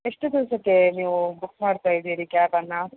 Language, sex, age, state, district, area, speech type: Kannada, female, 30-45, Karnataka, Shimoga, rural, conversation